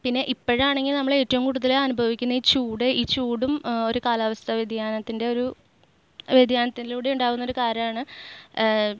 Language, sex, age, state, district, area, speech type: Malayalam, female, 18-30, Kerala, Ernakulam, rural, spontaneous